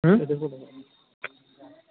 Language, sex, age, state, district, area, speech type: Bengali, male, 18-30, West Bengal, Uttar Dinajpur, urban, conversation